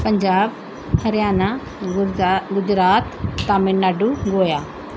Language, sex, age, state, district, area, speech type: Punjabi, female, 45-60, Punjab, Pathankot, rural, spontaneous